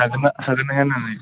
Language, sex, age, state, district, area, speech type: Bodo, male, 18-30, Assam, Udalguri, urban, conversation